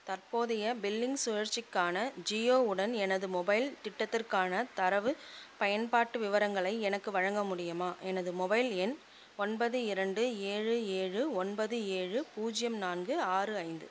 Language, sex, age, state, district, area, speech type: Tamil, female, 45-60, Tamil Nadu, Chengalpattu, rural, read